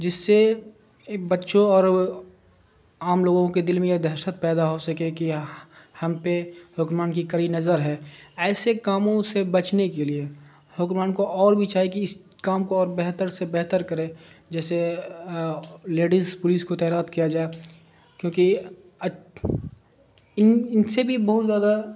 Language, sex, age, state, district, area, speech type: Urdu, male, 45-60, Bihar, Darbhanga, rural, spontaneous